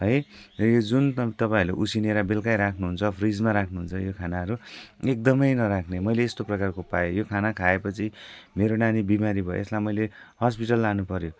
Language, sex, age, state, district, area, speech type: Nepali, male, 45-60, West Bengal, Jalpaiguri, urban, spontaneous